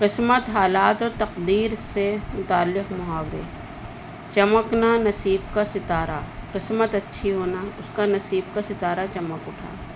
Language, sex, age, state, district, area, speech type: Urdu, female, 60+, Uttar Pradesh, Rampur, urban, spontaneous